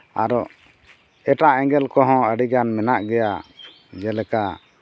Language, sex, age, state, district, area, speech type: Santali, male, 45-60, Jharkhand, East Singhbhum, rural, spontaneous